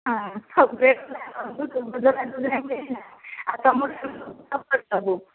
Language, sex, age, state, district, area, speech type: Odia, female, 45-60, Odisha, Gajapati, rural, conversation